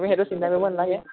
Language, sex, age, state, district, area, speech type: Assamese, male, 18-30, Assam, Jorhat, urban, conversation